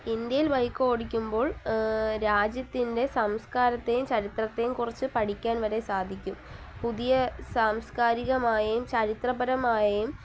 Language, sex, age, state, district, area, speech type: Malayalam, female, 18-30, Kerala, Palakkad, rural, spontaneous